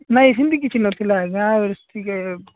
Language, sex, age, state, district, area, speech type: Odia, male, 18-30, Odisha, Nabarangpur, urban, conversation